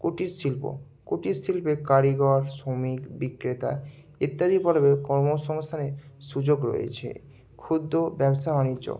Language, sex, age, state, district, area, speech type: Bengali, male, 30-45, West Bengal, Purba Medinipur, rural, spontaneous